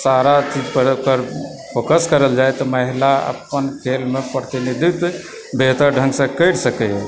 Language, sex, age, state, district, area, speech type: Maithili, male, 60+, Bihar, Supaul, urban, spontaneous